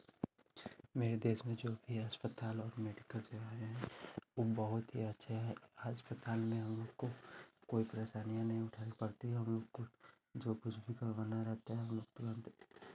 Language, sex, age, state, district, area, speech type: Hindi, male, 18-30, Uttar Pradesh, Chandauli, urban, spontaneous